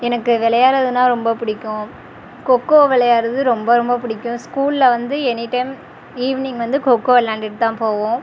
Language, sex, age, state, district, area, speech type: Tamil, female, 18-30, Tamil Nadu, Tiruchirappalli, rural, spontaneous